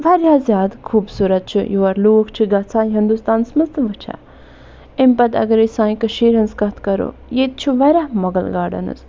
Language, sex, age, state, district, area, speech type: Kashmiri, female, 45-60, Jammu and Kashmir, Budgam, rural, spontaneous